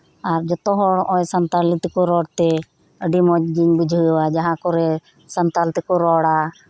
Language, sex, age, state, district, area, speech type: Santali, female, 45-60, West Bengal, Birbhum, rural, spontaneous